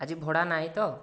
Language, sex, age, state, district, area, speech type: Odia, male, 30-45, Odisha, Kandhamal, rural, spontaneous